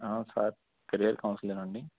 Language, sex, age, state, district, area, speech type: Telugu, male, 18-30, Andhra Pradesh, Guntur, urban, conversation